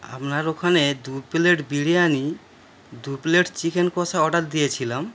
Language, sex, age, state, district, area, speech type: Bengali, male, 30-45, West Bengal, Howrah, urban, spontaneous